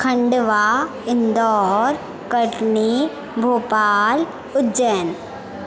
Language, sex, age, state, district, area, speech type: Sindhi, female, 18-30, Madhya Pradesh, Katni, rural, spontaneous